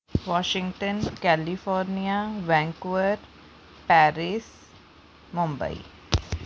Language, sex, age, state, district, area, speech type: Punjabi, female, 18-30, Punjab, Rupnagar, urban, spontaneous